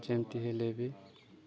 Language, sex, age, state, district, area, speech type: Odia, male, 30-45, Odisha, Nabarangpur, urban, spontaneous